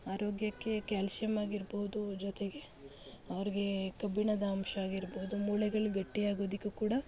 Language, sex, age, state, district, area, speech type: Kannada, female, 30-45, Karnataka, Mandya, urban, spontaneous